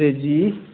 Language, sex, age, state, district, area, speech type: Dogri, male, 30-45, Jammu and Kashmir, Reasi, urban, conversation